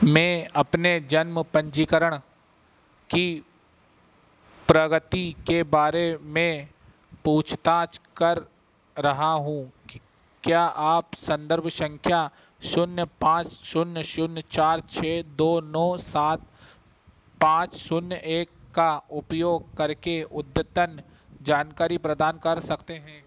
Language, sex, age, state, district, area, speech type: Hindi, male, 30-45, Madhya Pradesh, Harda, urban, read